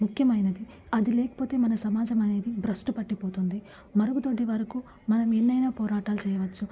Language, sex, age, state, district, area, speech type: Telugu, female, 18-30, Andhra Pradesh, Nellore, rural, spontaneous